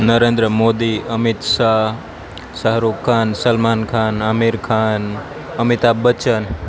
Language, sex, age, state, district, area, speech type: Gujarati, male, 18-30, Gujarat, Junagadh, urban, spontaneous